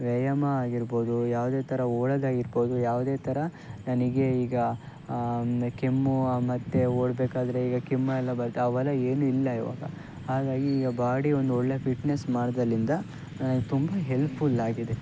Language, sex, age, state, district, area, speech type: Kannada, male, 18-30, Karnataka, Shimoga, rural, spontaneous